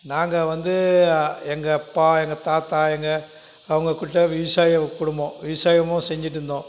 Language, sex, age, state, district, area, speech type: Tamil, male, 60+, Tamil Nadu, Krishnagiri, rural, spontaneous